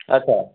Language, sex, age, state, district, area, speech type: Odia, male, 60+, Odisha, Bhadrak, rural, conversation